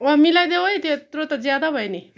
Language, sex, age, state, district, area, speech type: Nepali, female, 45-60, West Bengal, Darjeeling, rural, spontaneous